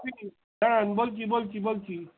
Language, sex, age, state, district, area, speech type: Bengali, male, 60+, West Bengal, Darjeeling, rural, conversation